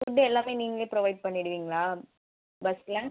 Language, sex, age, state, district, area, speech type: Tamil, female, 18-30, Tamil Nadu, Viluppuram, urban, conversation